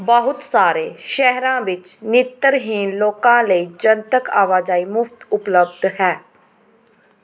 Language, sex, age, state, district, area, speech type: Punjabi, female, 30-45, Punjab, Pathankot, rural, read